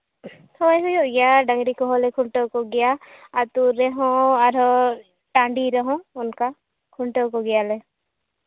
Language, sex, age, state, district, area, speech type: Santali, female, 18-30, Jharkhand, Seraikela Kharsawan, rural, conversation